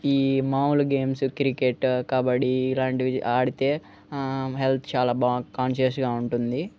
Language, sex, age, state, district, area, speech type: Telugu, male, 18-30, Andhra Pradesh, Eluru, urban, spontaneous